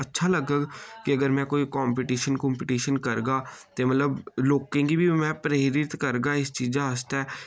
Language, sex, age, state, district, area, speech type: Dogri, male, 18-30, Jammu and Kashmir, Samba, rural, spontaneous